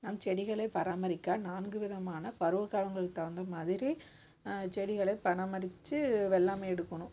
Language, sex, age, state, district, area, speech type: Tamil, female, 30-45, Tamil Nadu, Namakkal, rural, spontaneous